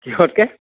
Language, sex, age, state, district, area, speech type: Assamese, male, 45-60, Assam, Lakhimpur, rural, conversation